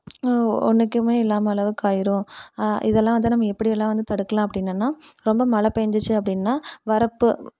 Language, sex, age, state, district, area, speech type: Tamil, female, 18-30, Tamil Nadu, Erode, rural, spontaneous